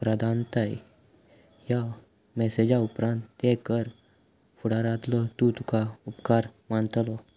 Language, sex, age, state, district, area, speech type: Goan Konkani, male, 18-30, Goa, Salcete, rural, spontaneous